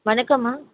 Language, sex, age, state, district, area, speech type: Tamil, female, 45-60, Tamil Nadu, Kanchipuram, urban, conversation